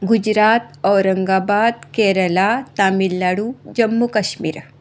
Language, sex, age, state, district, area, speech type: Goan Konkani, female, 45-60, Goa, Tiswadi, rural, spontaneous